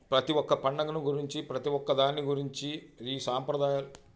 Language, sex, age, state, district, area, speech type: Telugu, male, 45-60, Andhra Pradesh, Bapatla, urban, spontaneous